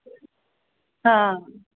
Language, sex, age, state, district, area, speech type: Maithili, female, 30-45, Bihar, Muzaffarpur, urban, conversation